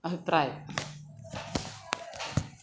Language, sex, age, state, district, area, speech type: Malayalam, female, 45-60, Kerala, Kottayam, rural, spontaneous